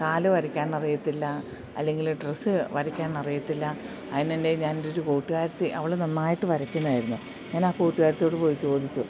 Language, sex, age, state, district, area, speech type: Malayalam, female, 45-60, Kerala, Idukki, rural, spontaneous